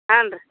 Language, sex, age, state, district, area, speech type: Kannada, female, 45-60, Karnataka, Vijayapura, rural, conversation